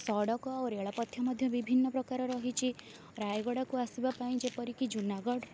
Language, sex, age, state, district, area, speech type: Odia, female, 18-30, Odisha, Rayagada, rural, spontaneous